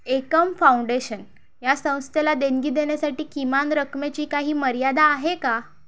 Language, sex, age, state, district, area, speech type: Marathi, female, 30-45, Maharashtra, Thane, urban, read